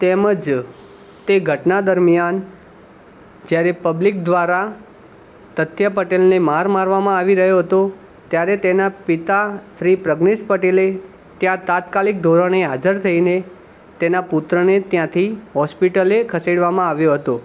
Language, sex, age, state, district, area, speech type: Gujarati, male, 18-30, Gujarat, Ahmedabad, urban, spontaneous